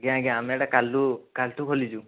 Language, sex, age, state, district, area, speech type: Odia, male, 18-30, Odisha, Kendujhar, urban, conversation